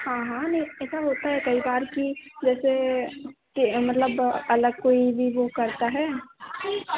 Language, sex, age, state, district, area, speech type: Hindi, female, 18-30, Madhya Pradesh, Chhindwara, urban, conversation